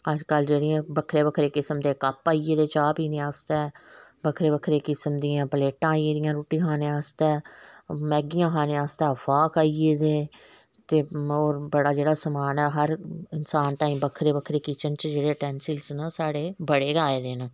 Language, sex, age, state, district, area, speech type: Dogri, female, 45-60, Jammu and Kashmir, Samba, rural, spontaneous